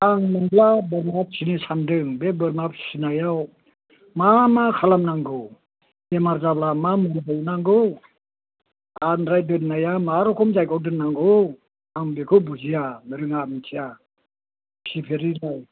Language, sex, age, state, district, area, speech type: Bodo, male, 60+, Assam, Chirang, rural, conversation